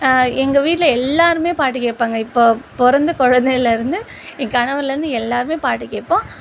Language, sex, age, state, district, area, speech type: Tamil, female, 30-45, Tamil Nadu, Tiruvallur, urban, spontaneous